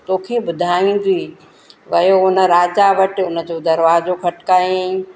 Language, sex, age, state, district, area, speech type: Sindhi, female, 45-60, Madhya Pradesh, Katni, urban, spontaneous